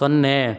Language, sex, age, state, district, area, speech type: Kannada, male, 18-30, Karnataka, Chikkaballapur, rural, read